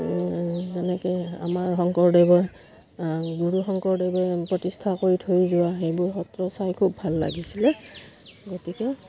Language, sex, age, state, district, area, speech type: Assamese, female, 45-60, Assam, Udalguri, rural, spontaneous